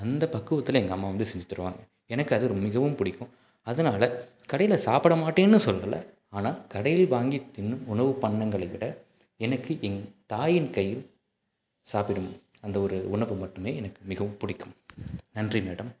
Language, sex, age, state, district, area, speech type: Tamil, male, 18-30, Tamil Nadu, Salem, rural, spontaneous